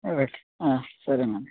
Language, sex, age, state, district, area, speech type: Telugu, male, 30-45, Telangana, Khammam, urban, conversation